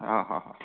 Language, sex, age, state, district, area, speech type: Assamese, male, 30-45, Assam, Sivasagar, rural, conversation